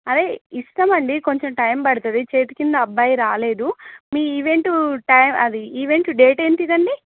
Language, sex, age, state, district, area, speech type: Telugu, female, 18-30, Telangana, Jangaon, rural, conversation